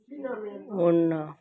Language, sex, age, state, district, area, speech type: Punjabi, female, 60+, Punjab, Fazilka, rural, read